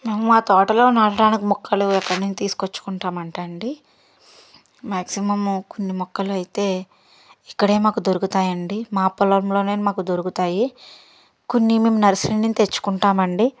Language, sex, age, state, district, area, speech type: Telugu, female, 18-30, Andhra Pradesh, Palnadu, rural, spontaneous